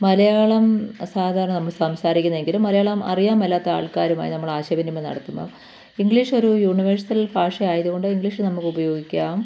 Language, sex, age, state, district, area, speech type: Malayalam, female, 45-60, Kerala, Pathanamthitta, rural, spontaneous